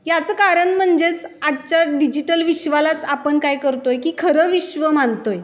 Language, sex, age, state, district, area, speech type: Marathi, female, 18-30, Maharashtra, Satara, urban, spontaneous